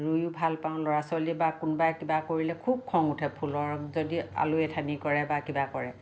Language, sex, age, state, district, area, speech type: Assamese, female, 60+, Assam, Lakhimpur, urban, spontaneous